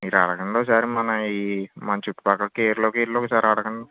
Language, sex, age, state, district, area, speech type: Telugu, male, 18-30, Andhra Pradesh, N T Rama Rao, urban, conversation